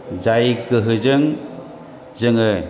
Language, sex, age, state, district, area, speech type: Bodo, male, 60+, Assam, Chirang, rural, spontaneous